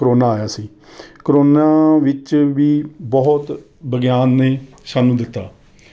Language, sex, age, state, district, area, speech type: Punjabi, male, 30-45, Punjab, Rupnagar, rural, spontaneous